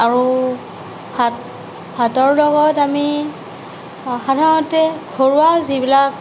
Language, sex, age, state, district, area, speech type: Assamese, female, 30-45, Assam, Nagaon, rural, spontaneous